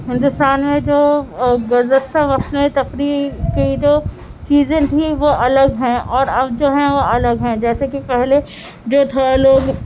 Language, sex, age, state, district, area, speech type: Urdu, female, 18-30, Delhi, Central Delhi, urban, spontaneous